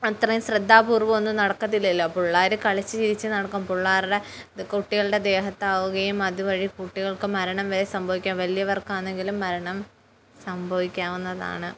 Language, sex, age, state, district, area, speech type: Malayalam, female, 18-30, Kerala, Kozhikode, rural, spontaneous